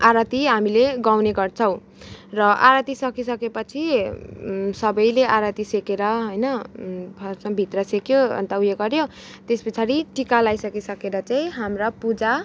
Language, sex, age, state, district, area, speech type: Nepali, female, 18-30, West Bengal, Kalimpong, rural, spontaneous